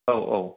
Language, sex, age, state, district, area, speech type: Bodo, male, 30-45, Assam, Udalguri, urban, conversation